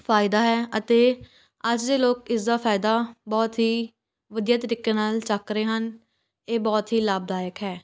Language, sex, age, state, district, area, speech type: Punjabi, female, 18-30, Punjab, Patiala, urban, spontaneous